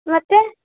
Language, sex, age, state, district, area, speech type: Kannada, female, 18-30, Karnataka, Vijayanagara, rural, conversation